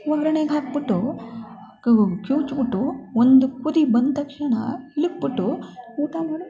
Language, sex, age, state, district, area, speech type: Kannada, female, 60+, Karnataka, Mysore, urban, spontaneous